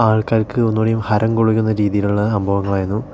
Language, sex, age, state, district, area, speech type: Malayalam, male, 18-30, Kerala, Palakkad, urban, spontaneous